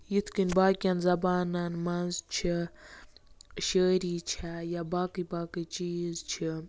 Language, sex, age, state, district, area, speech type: Kashmiri, female, 18-30, Jammu and Kashmir, Baramulla, rural, spontaneous